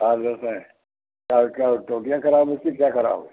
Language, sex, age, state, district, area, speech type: Hindi, male, 60+, Madhya Pradesh, Gwalior, rural, conversation